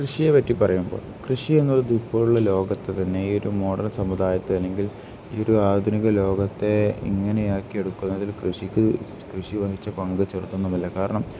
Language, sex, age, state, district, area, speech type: Malayalam, male, 18-30, Kerala, Kozhikode, rural, spontaneous